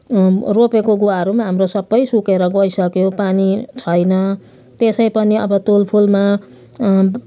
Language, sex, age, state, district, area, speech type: Nepali, female, 60+, West Bengal, Jalpaiguri, urban, spontaneous